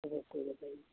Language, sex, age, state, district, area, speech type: Assamese, female, 60+, Assam, Lakhimpur, rural, conversation